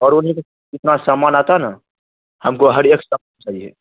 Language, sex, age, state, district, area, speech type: Urdu, male, 18-30, Bihar, Araria, rural, conversation